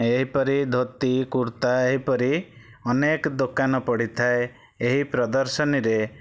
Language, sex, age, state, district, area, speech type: Odia, male, 30-45, Odisha, Bhadrak, rural, spontaneous